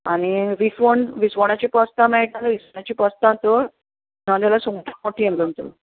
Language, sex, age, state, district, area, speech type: Goan Konkani, female, 30-45, Goa, Bardez, rural, conversation